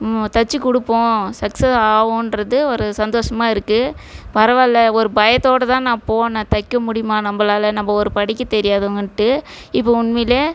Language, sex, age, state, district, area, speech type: Tamil, female, 45-60, Tamil Nadu, Tiruvannamalai, rural, spontaneous